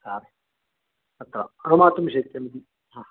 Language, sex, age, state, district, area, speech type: Sanskrit, male, 45-60, Karnataka, Shimoga, rural, conversation